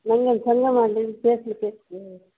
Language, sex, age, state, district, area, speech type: Kannada, female, 30-45, Karnataka, Udupi, rural, conversation